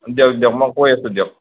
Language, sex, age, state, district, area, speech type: Assamese, male, 30-45, Assam, Nalbari, rural, conversation